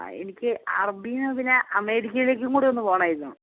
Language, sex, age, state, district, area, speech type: Malayalam, male, 18-30, Kerala, Wayanad, rural, conversation